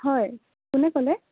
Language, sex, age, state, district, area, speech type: Assamese, female, 18-30, Assam, Sonitpur, urban, conversation